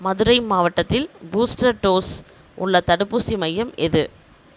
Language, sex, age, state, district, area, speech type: Tamil, female, 30-45, Tamil Nadu, Kallakurichi, rural, read